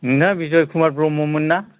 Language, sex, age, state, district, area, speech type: Bodo, male, 60+, Assam, Kokrajhar, rural, conversation